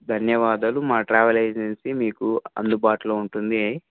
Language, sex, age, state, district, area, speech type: Telugu, male, 18-30, Telangana, Wanaparthy, urban, conversation